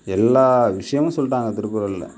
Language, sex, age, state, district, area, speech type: Tamil, male, 30-45, Tamil Nadu, Mayiladuthurai, rural, spontaneous